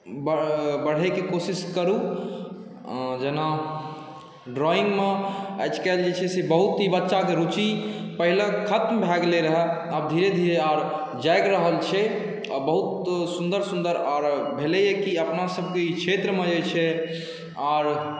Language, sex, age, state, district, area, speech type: Maithili, male, 18-30, Bihar, Saharsa, rural, spontaneous